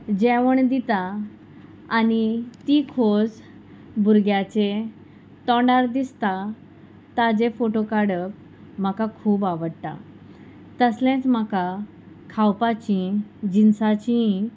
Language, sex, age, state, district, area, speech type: Goan Konkani, female, 30-45, Goa, Salcete, rural, spontaneous